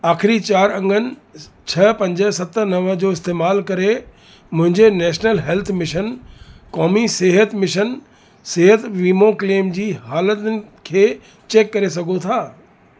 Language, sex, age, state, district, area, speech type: Sindhi, male, 60+, Uttar Pradesh, Lucknow, urban, read